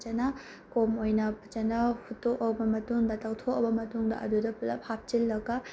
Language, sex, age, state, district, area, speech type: Manipuri, female, 18-30, Manipur, Bishnupur, rural, spontaneous